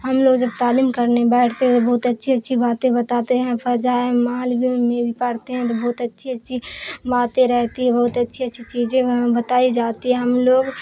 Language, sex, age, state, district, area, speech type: Urdu, female, 18-30, Bihar, Supaul, urban, spontaneous